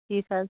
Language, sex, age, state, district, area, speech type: Kashmiri, female, 30-45, Jammu and Kashmir, Shopian, urban, conversation